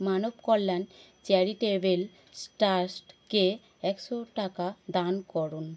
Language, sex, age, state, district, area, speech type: Bengali, male, 30-45, West Bengal, Howrah, urban, read